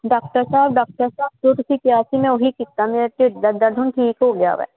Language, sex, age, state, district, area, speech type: Punjabi, female, 18-30, Punjab, Jalandhar, urban, conversation